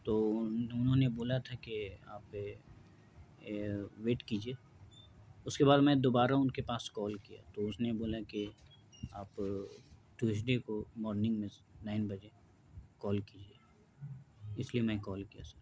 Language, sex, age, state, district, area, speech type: Urdu, male, 18-30, Bihar, Gaya, urban, spontaneous